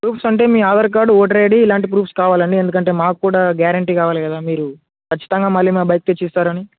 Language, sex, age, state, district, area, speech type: Telugu, male, 18-30, Telangana, Bhadradri Kothagudem, urban, conversation